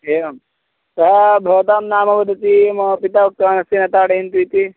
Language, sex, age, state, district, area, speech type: Sanskrit, male, 18-30, Karnataka, Bagalkot, rural, conversation